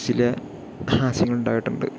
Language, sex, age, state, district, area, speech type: Malayalam, male, 30-45, Kerala, Palakkad, urban, spontaneous